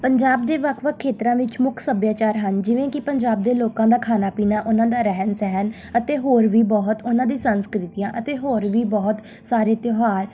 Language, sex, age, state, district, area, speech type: Punjabi, female, 18-30, Punjab, Tarn Taran, urban, spontaneous